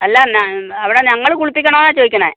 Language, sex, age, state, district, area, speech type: Malayalam, female, 45-60, Kerala, Wayanad, rural, conversation